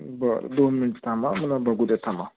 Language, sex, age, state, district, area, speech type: Marathi, male, 18-30, Maharashtra, Nagpur, urban, conversation